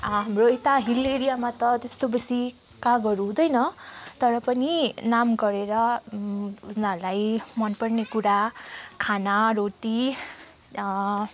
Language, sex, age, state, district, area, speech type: Nepali, female, 18-30, West Bengal, Kalimpong, rural, spontaneous